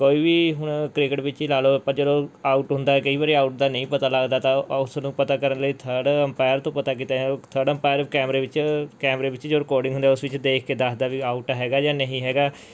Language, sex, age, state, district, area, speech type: Punjabi, male, 18-30, Punjab, Mansa, urban, spontaneous